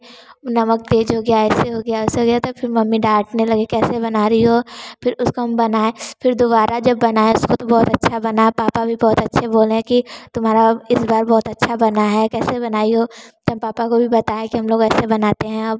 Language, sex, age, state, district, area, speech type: Hindi, female, 18-30, Uttar Pradesh, Varanasi, urban, spontaneous